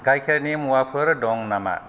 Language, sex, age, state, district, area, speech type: Bodo, male, 30-45, Assam, Kokrajhar, rural, read